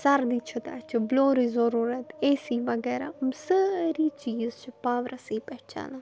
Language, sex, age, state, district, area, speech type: Kashmiri, female, 30-45, Jammu and Kashmir, Bandipora, rural, spontaneous